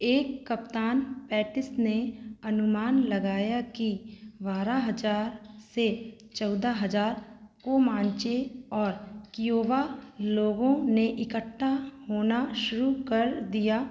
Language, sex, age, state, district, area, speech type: Hindi, female, 30-45, Madhya Pradesh, Seoni, rural, read